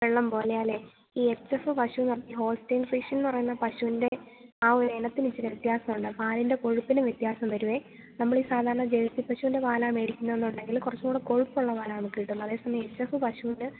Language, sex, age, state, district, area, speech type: Malayalam, female, 30-45, Kerala, Idukki, rural, conversation